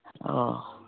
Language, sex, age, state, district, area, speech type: Manipuri, female, 60+, Manipur, Kangpokpi, urban, conversation